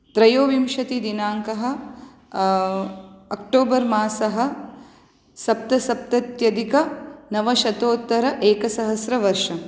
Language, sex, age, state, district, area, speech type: Sanskrit, female, 30-45, Karnataka, Udupi, urban, spontaneous